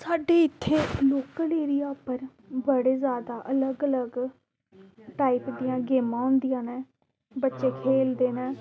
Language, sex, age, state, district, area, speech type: Dogri, female, 18-30, Jammu and Kashmir, Samba, urban, spontaneous